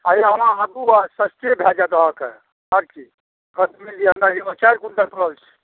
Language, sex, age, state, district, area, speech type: Maithili, male, 45-60, Bihar, Saharsa, rural, conversation